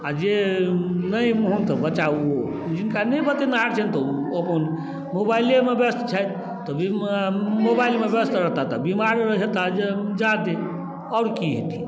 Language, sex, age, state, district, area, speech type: Maithili, male, 60+, Bihar, Darbhanga, rural, spontaneous